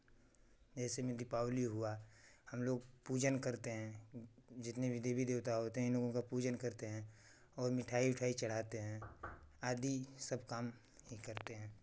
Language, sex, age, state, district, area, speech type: Hindi, male, 18-30, Uttar Pradesh, Chandauli, rural, spontaneous